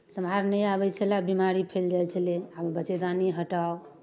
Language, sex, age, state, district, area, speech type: Maithili, female, 30-45, Bihar, Darbhanga, rural, spontaneous